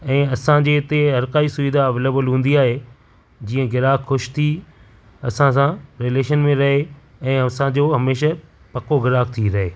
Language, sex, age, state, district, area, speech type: Sindhi, male, 45-60, Maharashtra, Thane, urban, spontaneous